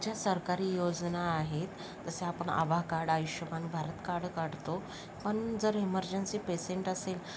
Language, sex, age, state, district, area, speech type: Marathi, female, 30-45, Maharashtra, Yavatmal, rural, spontaneous